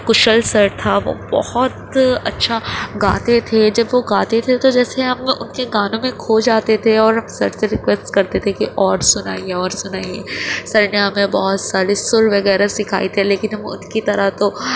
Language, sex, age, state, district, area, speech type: Urdu, female, 30-45, Uttar Pradesh, Gautam Buddha Nagar, urban, spontaneous